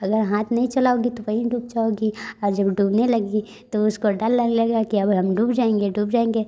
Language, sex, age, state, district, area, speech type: Hindi, female, 18-30, Uttar Pradesh, Prayagraj, urban, spontaneous